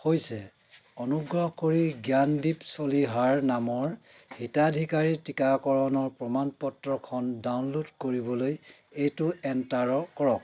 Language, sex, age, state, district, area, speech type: Assamese, male, 30-45, Assam, Dhemaji, urban, read